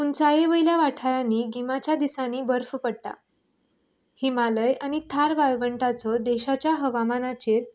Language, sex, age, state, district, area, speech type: Goan Konkani, female, 18-30, Goa, Canacona, rural, spontaneous